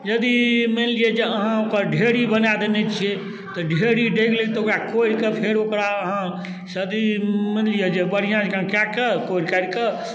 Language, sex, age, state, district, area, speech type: Maithili, male, 60+, Bihar, Darbhanga, rural, spontaneous